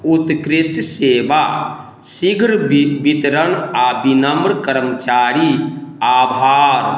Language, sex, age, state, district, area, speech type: Maithili, male, 45-60, Bihar, Madhubani, rural, read